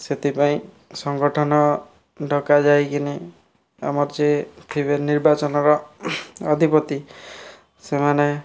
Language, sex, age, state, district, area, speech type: Odia, male, 18-30, Odisha, Kendrapara, urban, spontaneous